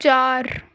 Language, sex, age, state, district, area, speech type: Urdu, female, 18-30, Delhi, Central Delhi, urban, read